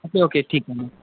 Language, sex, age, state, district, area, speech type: Marathi, male, 18-30, Maharashtra, Yavatmal, rural, conversation